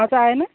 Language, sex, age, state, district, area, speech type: Nepali, male, 18-30, West Bengal, Darjeeling, rural, conversation